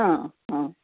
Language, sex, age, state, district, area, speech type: Marathi, female, 45-60, Maharashtra, Kolhapur, urban, conversation